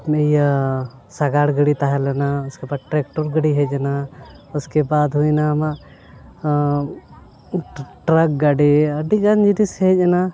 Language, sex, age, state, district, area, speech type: Santali, male, 30-45, Jharkhand, Bokaro, rural, spontaneous